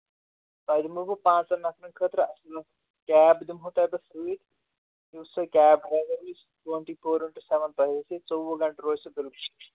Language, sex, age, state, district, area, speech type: Kashmiri, male, 30-45, Jammu and Kashmir, Shopian, urban, conversation